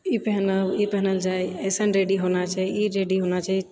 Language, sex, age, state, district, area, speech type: Maithili, female, 30-45, Bihar, Purnia, rural, spontaneous